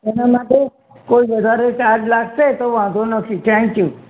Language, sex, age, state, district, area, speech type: Gujarati, female, 60+, Gujarat, Kheda, rural, conversation